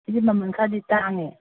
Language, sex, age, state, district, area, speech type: Manipuri, female, 60+, Manipur, Kangpokpi, urban, conversation